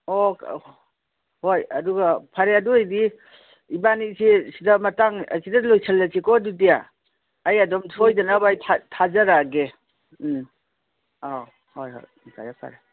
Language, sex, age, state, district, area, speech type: Manipuri, female, 60+, Manipur, Imphal East, rural, conversation